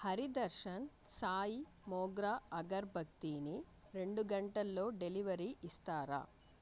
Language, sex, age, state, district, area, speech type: Telugu, female, 60+, Andhra Pradesh, Chittoor, urban, read